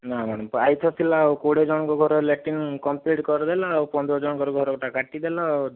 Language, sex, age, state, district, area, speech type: Odia, male, 60+, Odisha, Kandhamal, rural, conversation